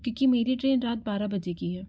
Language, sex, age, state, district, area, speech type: Hindi, female, 18-30, Madhya Pradesh, Bhopal, urban, spontaneous